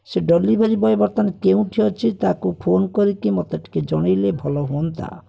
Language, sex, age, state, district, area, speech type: Odia, male, 45-60, Odisha, Bhadrak, rural, spontaneous